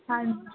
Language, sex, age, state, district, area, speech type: Punjabi, female, 18-30, Punjab, Shaheed Bhagat Singh Nagar, rural, conversation